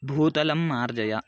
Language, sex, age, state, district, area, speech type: Sanskrit, male, 18-30, Karnataka, Mandya, rural, read